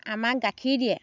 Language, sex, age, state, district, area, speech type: Assamese, female, 30-45, Assam, Dhemaji, rural, spontaneous